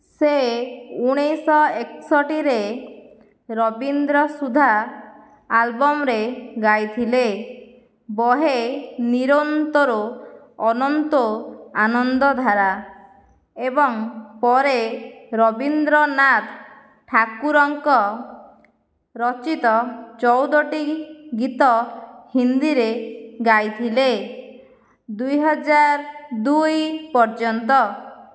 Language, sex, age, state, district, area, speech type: Odia, female, 30-45, Odisha, Jajpur, rural, read